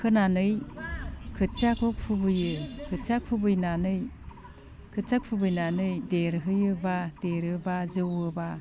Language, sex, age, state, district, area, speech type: Bodo, female, 60+, Assam, Udalguri, rural, spontaneous